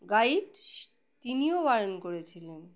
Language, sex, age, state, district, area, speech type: Bengali, female, 30-45, West Bengal, Birbhum, urban, spontaneous